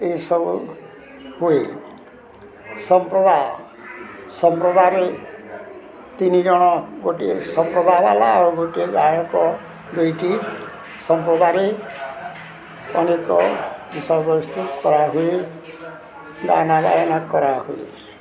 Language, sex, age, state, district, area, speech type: Odia, male, 60+, Odisha, Balangir, urban, spontaneous